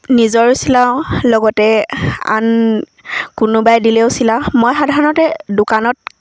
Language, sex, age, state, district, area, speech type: Assamese, female, 18-30, Assam, Sivasagar, rural, spontaneous